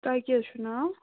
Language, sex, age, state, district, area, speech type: Kashmiri, male, 45-60, Jammu and Kashmir, Srinagar, urban, conversation